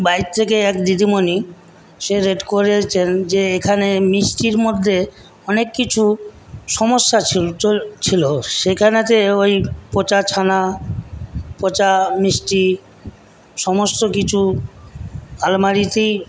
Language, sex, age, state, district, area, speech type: Bengali, male, 60+, West Bengal, Paschim Medinipur, rural, spontaneous